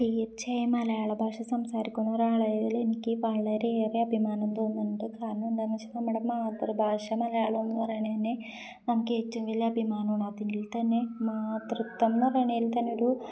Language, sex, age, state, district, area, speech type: Malayalam, female, 18-30, Kerala, Kozhikode, rural, spontaneous